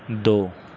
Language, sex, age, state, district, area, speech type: Hindi, male, 30-45, Madhya Pradesh, Harda, urban, read